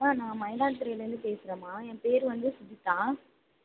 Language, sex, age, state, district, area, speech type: Tamil, female, 18-30, Tamil Nadu, Mayiladuthurai, rural, conversation